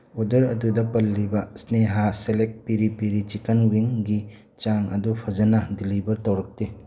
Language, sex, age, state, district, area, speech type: Manipuri, male, 30-45, Manipur, Tengnoupal, urban, read